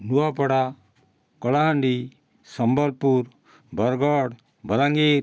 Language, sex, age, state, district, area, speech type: Odia, male, 60+, Odisha, Kalahandi, rural, spontaneous